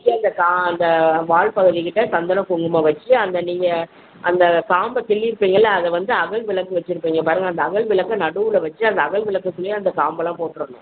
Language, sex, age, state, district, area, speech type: Tamil, female, 60+, Tamil Nadu, Virudhunagar, rural, conversation